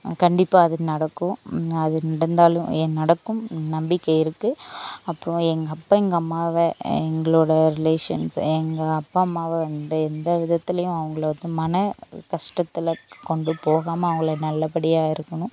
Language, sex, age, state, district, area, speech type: Tamil, female, 18-30, Tamil Nadu, Dharmapuri, rural, spontaneous